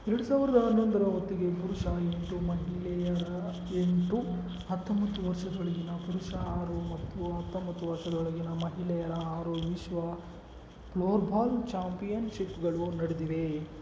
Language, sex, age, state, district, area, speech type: Kannada, male, 30-45, Karnataka, Kolar, rural, read